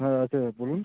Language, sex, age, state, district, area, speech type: Bengali, male, 18-30, West Bengal, Uttar Dinajpur, rural, conversation